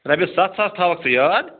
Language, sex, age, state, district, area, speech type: Kashmiri, male, 30-45, Jammu and Kashmir, Bandipora, rural, conversation